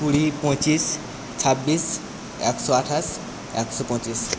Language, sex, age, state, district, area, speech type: Bengali, male, 18-30, West Bengal, Paschim Medinipur, rural, spontaneous